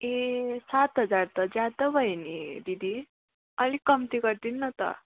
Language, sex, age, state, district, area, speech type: Nepali, female, 18-30, West Bengal, Darjeeling, rural, conversation